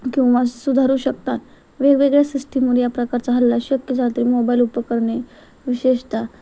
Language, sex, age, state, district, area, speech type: Marathi, female, 18-30, Maharashtra, Ratnagiri, urban, spontaneous